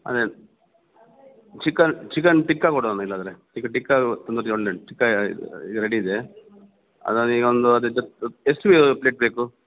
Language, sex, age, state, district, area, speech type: Kannada, male, 45-60, Karnataka, Dakshina Kannada, rural, conversation